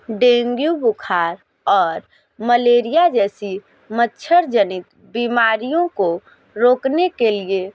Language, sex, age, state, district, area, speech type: Hindi, female, 45-60, Uttar Pradesh, Sonbhadra, rural, spontaneous